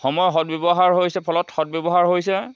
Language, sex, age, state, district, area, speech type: Assamese, male, 60+, Assam, Dhemaji, rural, spontaneous